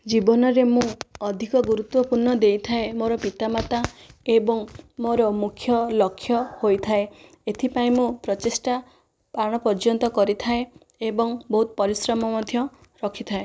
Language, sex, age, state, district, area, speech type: Odia, female, 18-30, Odisha, Kandhamal, rural, spontaneous